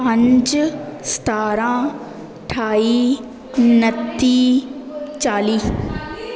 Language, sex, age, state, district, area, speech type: Punjabi, female, 18-30, Punjab, Pathankot, urban, spontaneous